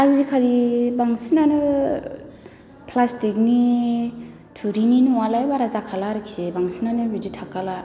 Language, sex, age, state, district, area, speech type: Bodo, female, 30-45, Assam, Chirang, urban, spontaneous